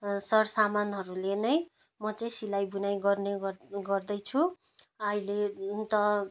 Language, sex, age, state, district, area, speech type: Nepali, female, 30-45, West Bengal, Jalpaiguri, urban, spontaneous